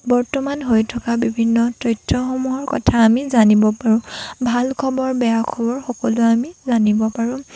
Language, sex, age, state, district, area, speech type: Assamese, female, 18-30, Assam, Lakhimpur, rural, spontaneous